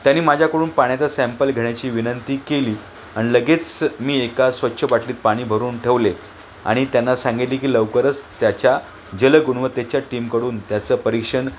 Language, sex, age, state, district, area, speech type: Marathi, male, 45-60, Maharashtra, Thane, rural, spontaneous